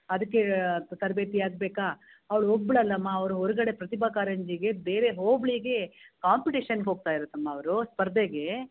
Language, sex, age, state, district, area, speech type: Kannada, female, 60+, Karnataka, Bangalore Rural, rural, conversation